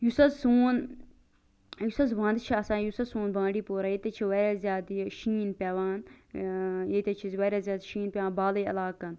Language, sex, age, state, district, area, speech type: Kashmiri, female, 30-45, Jammu and Kashmir, Bandipora, rural, spontaneous